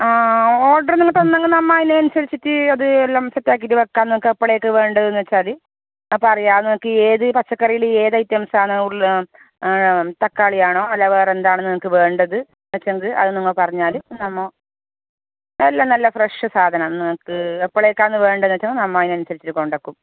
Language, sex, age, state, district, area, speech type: Malayalam, female, 30-45, Kerala, Kasaragod, urban, conversation